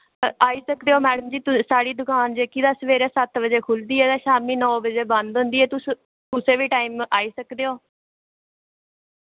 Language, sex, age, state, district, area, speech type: Dogri, female, 18-30, Jammu and Kashmir, Reasi, rural, conversation